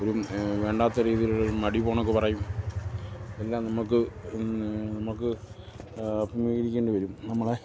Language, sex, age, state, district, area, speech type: Malayalam, male, 45-60, Kerala, Kottayam, rural, spontaneous